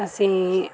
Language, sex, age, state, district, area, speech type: Punjabi, female, 30-45, Punjab, Mansa, urban, spontaneous